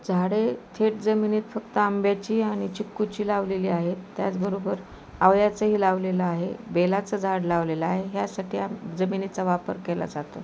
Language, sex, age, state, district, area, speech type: Marathi, female, 60+, Maharashtra, Osmanabad, rural, spontaneous